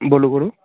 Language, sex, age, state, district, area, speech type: Dogri, male, 30-45, Jammu and Kashmir, Samba, rural, conversation